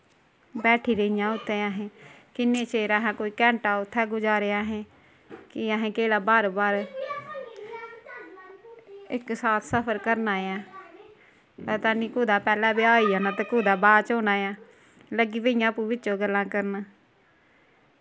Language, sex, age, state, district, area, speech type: Dogri, female, 30-45, Jammu and Kashmir, Kathua, rural, spontaneous